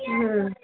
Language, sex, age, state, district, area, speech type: Bengali, female, 18-30, West Bengal, Cooch Behar, urban, conversation